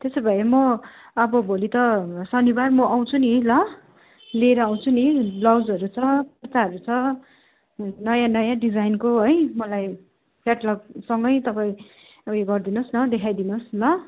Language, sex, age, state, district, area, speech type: Nepali, female, 60+, West Bengal, Kalimpong, rural, conversation